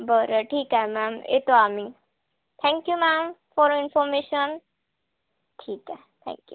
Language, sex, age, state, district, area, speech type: Marathi, female, 18-30, Maharashtra, Wardha, urban, conversation